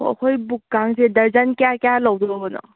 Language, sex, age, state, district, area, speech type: Manipuri, female, 18-30, Manipur, Kakching, rural, conversation